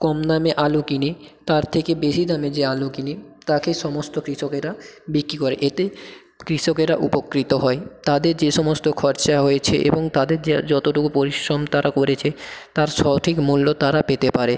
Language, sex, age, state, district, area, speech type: Bengali, male, 18-30, West Bengal, South 24 Parganas, rural, spontaneous